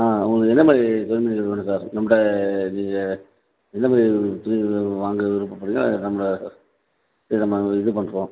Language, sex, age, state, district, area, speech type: Tamil, male, 45-60, Tamil Nadu, Tenkasi, rural, conversation